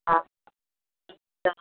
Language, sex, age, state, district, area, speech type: Hindi, female, 60+, Bihar, Muzaffarpur, rural, conversation